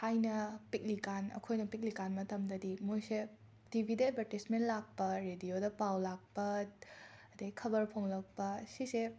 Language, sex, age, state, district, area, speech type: Manipuri, female, 18-30, Manipur, Imphal West, urban, spontaneous